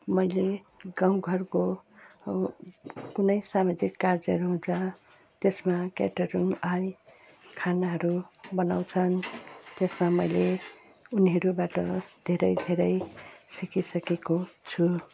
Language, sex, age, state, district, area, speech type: Nepali, female, 45-60, West Bengal, Darjeeling, rural, spontaneous